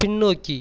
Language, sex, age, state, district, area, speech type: Tamil, male, 45-60, Tamil Nadu, Tiruchirappalli, rural, read